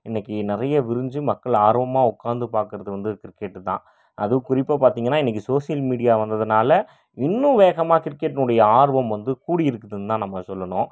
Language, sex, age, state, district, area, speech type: Tamil, male, 30-45, Tamil Nadu, Krishnagiri, rural, spontaneous